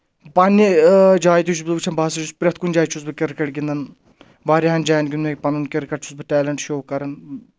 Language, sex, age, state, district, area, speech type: Kashmiri, male, 30-45, Jammu and Kashmir, Anantnag, rural, spontaneous